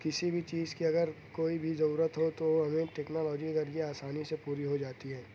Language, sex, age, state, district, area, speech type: Urdu, male, 18-30, Maharashtra, Nashik, urban, spontaneous